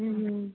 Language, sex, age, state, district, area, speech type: Odia, female, 30-45, Odisha, Sambalpur, rural, conversation